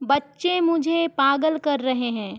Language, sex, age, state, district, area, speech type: Hindi, female, 30-45, Madhya Pradesh, Balaghat, rural, read